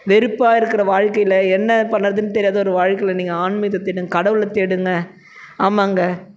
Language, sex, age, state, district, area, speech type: Tamil, female, 45-60, Tamil Nadu, Tiruvannamalai, urban, spontaneous